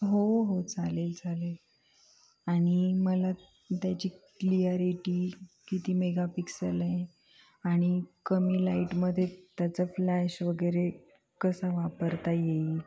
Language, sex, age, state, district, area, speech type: Marathi, female, 18-30, Maharashtra, Ahmednagar, urban, spontaneous